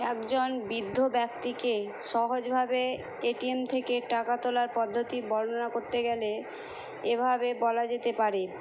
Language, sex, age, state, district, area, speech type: Bengali, female, 30-45, West Bengal, Murshidabad, rural, spontaneous